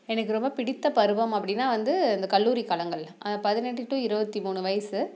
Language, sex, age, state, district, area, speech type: Tamil, female, 30-45, Tamil Nadu, Dharmapuri, rural, spontaneous